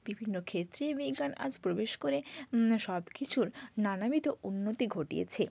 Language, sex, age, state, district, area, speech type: Bengali, female, 30-45, West Bengal, Bankura, urban, spontaneous